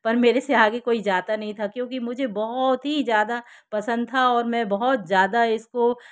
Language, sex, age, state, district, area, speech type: Hindi, female, 60+, Madhya Pradesh, Jabalpur, urban, spontaneous